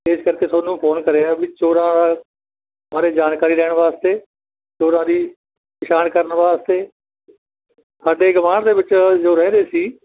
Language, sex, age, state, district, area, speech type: Punjabi, male, 60+, Punjab, Barnala, rural, conversation